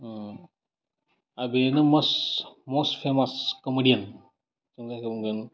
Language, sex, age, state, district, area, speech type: Bodo, male, 18-30, Assam, Udalguri, urban, spontaneous